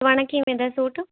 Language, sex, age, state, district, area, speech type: Punjabi, female, 18-30, Punjab, Mohali, urban, conversation